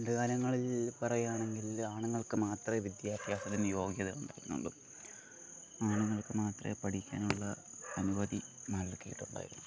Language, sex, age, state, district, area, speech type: Malayalam, male, 18-30, Kerala, Thiruvananthapuram, rural, spontaneous